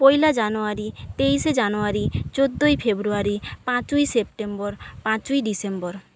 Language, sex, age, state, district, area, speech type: Bengali, female, 45-60, West Bengal, Jhargram, rural, spontaneous